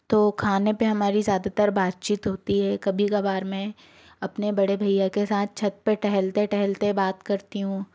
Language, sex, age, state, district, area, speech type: Hindi, female, 45-60, Madhya Pradesh, Bhopal, urban, spontaneous